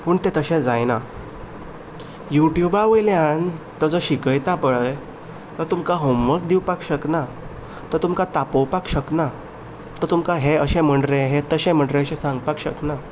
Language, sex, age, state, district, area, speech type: Goan Konkani, male, 18-30, Goa, Ponda, rural, spontaneous